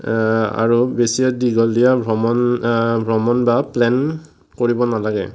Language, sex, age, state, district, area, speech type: Assamese, male, 18-30, Assam, Morigaon, rural, spontaneous